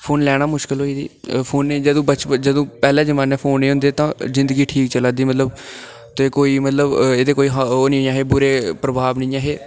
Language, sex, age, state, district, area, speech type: Dogri, male, 18-30, Jammu and Kashmir, Udhampur, urban, spontaneous